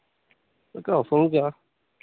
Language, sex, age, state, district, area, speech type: Telugu, male, 30-45, Andhra Pradesh, Sri Balaji, urban, conversation